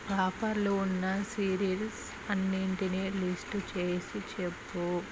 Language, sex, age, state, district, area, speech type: Telugu, female, 18-30, Andhra Pradesh, Visakhapatnam, urban, read